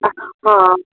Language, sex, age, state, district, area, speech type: Marathi, female, 30-45, Maharashtra, Wardha, rural, conversation